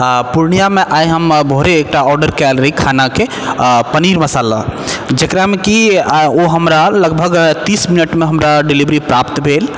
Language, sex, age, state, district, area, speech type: Maithili, male, 18-30, Bihar, Purnia, urban, spontaneous